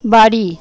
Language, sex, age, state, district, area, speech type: Bengali, female, 60+, West Bengal, Paschim Medinipur, rural, read